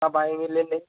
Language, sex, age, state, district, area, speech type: Hindi, male, 30-45, Uttar Pradesh, Lucknow, rural, conversation